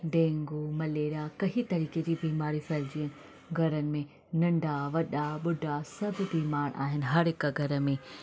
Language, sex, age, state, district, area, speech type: Sindhi, female, 30-45, Maharashtra, Thane, urban, spontaneous